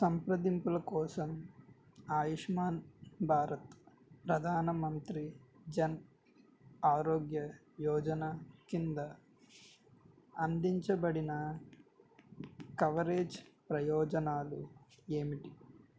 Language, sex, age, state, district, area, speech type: Telugu, male, 18-30, Andhra Pradesh, N T Rama Rao, urban, read